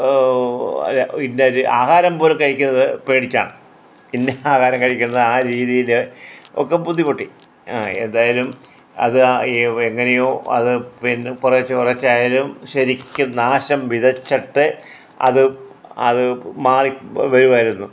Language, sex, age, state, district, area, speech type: Malayalam, male, 60+, Kerala, Kottayam, rural, spontaneous